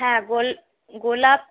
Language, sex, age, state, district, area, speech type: Bengali, female, 18-30, West Bengal, Paschim Bardhaman, urban, conversation